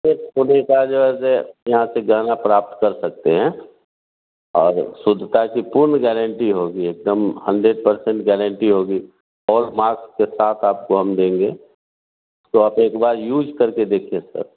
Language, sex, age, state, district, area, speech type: Hindi, male, 45-60, Bihar, Vaishali, rural, conversation